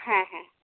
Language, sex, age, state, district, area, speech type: Bengali, female, 18-30, West Bengal, South 24 Parganas, rural, conversation